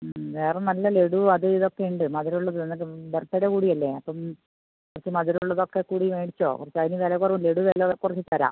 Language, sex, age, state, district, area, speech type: Malayalam, female, 60+, Kerala, Wayanad, rural, conversation